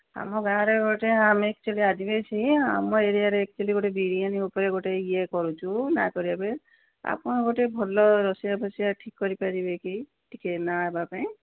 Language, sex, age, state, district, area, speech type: Odia, female, 60+, Odisha, Gajapati, rural, conversation